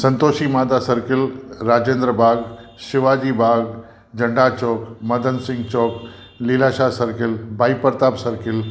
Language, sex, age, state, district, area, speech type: Sindhi, male, 60+, Gujarat, Kutch, urban, spontaneous